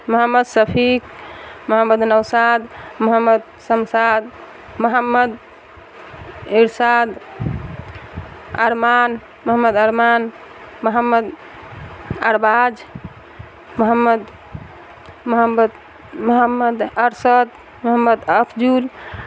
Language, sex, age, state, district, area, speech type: Urdu, female, 60+, Bihar, Darbhanga, rural, spontaneous